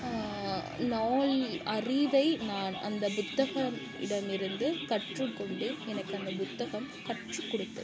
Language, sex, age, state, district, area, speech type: Tamil, female, 45-60, Tamil Nadu, Mayiladuthurai, rural, spontaneous